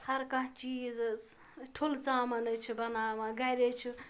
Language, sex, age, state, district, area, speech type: Kashmiri, female, 18-30, Jammu and Kashmir, Ganderbal, rural, spontaneous